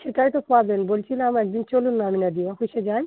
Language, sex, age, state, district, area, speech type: Bengali, female, 30-45, West Bengal, Dakshin Dinajpur, urban, conversation